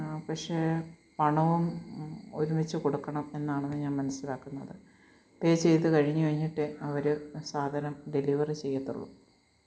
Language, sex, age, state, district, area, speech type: Malayalam, female, 60+, Kerala, Kottayam, rural, spontaneous